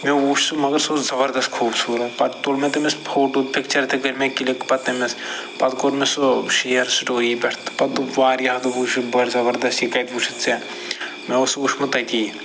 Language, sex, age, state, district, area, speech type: Kashmiri, male, 45-60, Jammu and Kashmir, Srinagar, urban, spontaneous